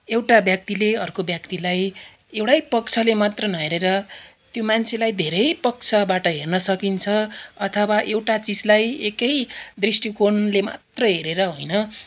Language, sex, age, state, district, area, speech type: Nepali, male, 30-45, West Bengal, Darjeeling, rural, spontaneous